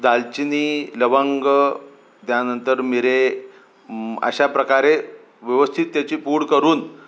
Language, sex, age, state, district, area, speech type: Marathi, male, 60+, Maharashtra, Sangli, rural, spontaneous